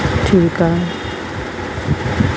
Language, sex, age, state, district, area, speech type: Sindhi, female, 45-60, Delhi, South Delhi, urban, spontaneous